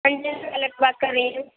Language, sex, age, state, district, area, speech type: Urdu, female, 18-30, Uttar Pradesh, Gautam Buddha Nagar, rural, conversation